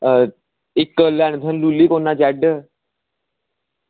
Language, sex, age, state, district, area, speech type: Dogri, male, 18-30, Jammu and Kashmir, Samba, rural, conversation